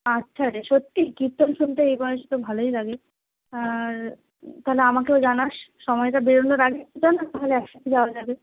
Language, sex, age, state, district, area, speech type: Bengali, female, 30-45, West Bengal, Darjeeling, urban, conversation